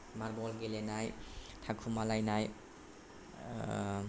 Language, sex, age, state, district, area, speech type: Bodo, male, 18-30, Assam, Kokrajhar, rural, spontaneous